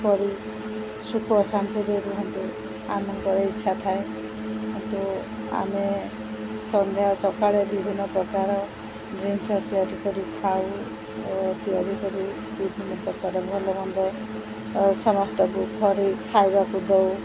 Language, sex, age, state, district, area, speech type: Odia, female, 45-60, Odisha, Sundergarh, rural, spontaneous